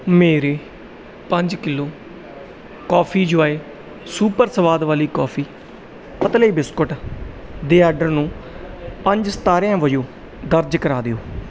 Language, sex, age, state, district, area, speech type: Punjabi, male, 30-45, Punjab, Bathinda, urban, read